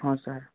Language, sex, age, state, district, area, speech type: Odia, male, 18-30, Odisha, Bargarh, rural, conversation